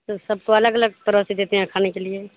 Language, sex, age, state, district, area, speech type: Urdu, female, 30-45, Bihar, Madhubani, rural, conversation